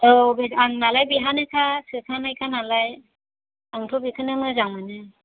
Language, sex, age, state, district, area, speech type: Bodo, female, 30-45, Assam, Chirang, urban, conversation